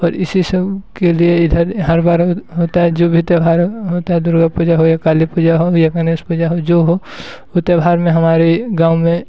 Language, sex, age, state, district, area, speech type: Hindi, male, 18-30, Bihar, Muzaffarpur, rural, spontaneous